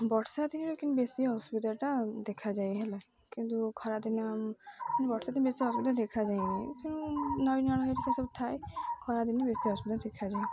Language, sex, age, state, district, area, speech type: Odia, female, 18-30, Odisha, Jagatsinghpur, rural, spontaneous